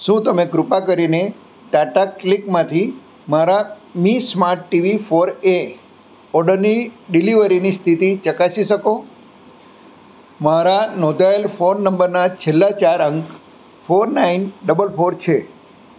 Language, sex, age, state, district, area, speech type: Gujarati, male, 60+, Gujarat, Surat, urban, read